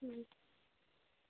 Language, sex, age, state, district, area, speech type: Urdu, female, 30-45, Uttar Pradesh, Lucknow, rural, conversation